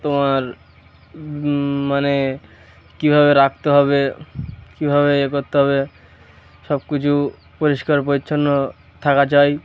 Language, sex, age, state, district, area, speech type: Bengali, male, 18-30, West Bengal, Uttar Dinajpur, urban, spontaneous